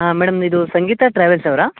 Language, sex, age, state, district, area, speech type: Kannada, male, 18-30, Karnataka, Uttara Kannada, rural, conversation